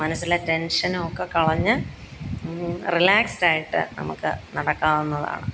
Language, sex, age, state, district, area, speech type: Malayalam, female, 45-60, Kerala, Pathanamthitta, rural, spontaneous